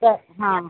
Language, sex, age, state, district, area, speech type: Marathi, female, 45-60, Maharashtra, Thane, urban, conversation